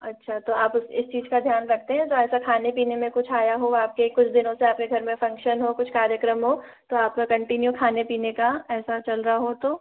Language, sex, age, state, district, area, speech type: Hindi, female, 30-45, Rajasthan, Jaipur, urban, conversation